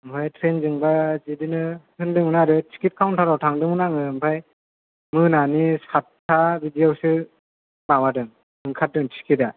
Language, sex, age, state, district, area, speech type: Bodo, male, 30-45, Assam, Kokrajhar, rural, conversation